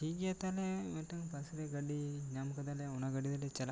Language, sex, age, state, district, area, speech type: Santali, male, 18-30, West Bengal, Bankura, rural, spontaneous